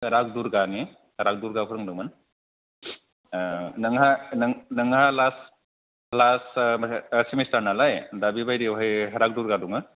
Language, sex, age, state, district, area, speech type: Bodo, male, 30-45, Assam, Kokrajhar, rural, conversation